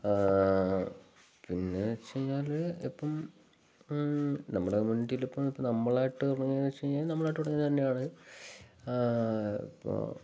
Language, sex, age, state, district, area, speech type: Malayalam, male, 18-30, Kerala, Wayanad, rural, spontaneous